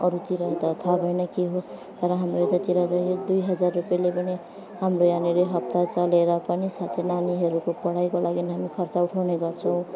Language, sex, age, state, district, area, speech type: Nepali, female, 30-45, West Bengal, Alipurduar, urban, spontaneous